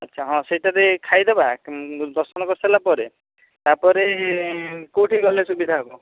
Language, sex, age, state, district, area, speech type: Odia, male, 30-45, Odisha, Dhenkanal, rural, conversation